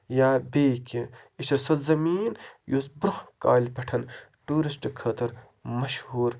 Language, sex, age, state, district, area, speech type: Kashmiri, male, 30-45, Jammu and Kashmir, Baramulla, rural, spontaneous